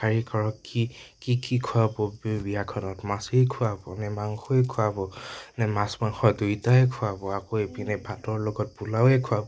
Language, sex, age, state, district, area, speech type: Assamese, male, 30-45, Assam, Nagaon, rural, spontaneous